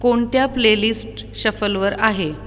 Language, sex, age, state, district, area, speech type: Marathi, female, 18-30, Maharashtra, Buldhana, rural, read